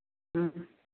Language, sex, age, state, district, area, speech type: Tamil, female, 18-30, Tamil Nadu, Kallakurichi, rural, conversation